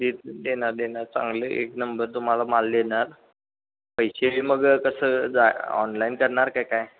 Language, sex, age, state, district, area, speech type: Marathi, male, 18-30, Maharashtra, Kolhapur, urban, conversation